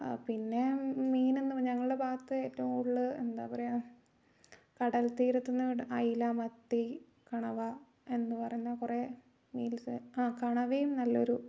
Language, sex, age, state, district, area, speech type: Malayalam, female, 18-30, Kerala, Wayanad, rural, spontaneous